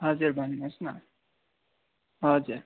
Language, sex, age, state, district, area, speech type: Nepali, male, 18-30, West Bengal, Darjeeling, rural, conversation